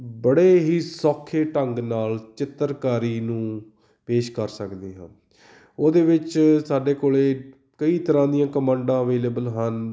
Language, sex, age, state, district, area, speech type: Punjabi, male, 30-45, Punjab, Fatehgarh Sahib, urban, spontaneous